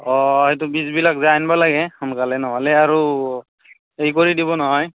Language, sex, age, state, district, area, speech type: Assamese, male, 18-30, Assam, Barpeta, rural, conversation